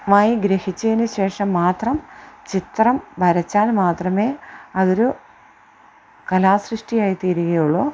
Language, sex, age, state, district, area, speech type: Malayalam, female, 30-45, Kerala, Idukki, rural, spontaneous